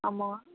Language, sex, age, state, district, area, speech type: Tamil, female, 18-30, Tamil Nadu, Thoothukudi, urban, conversation